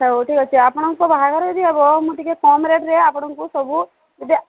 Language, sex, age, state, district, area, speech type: Odia, female, 30-45, Odisha, Sambalpur, rural, conversation